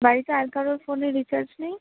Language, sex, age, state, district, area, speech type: Bengali, female, 18-30, West Bengal, Howrah, urban, conversation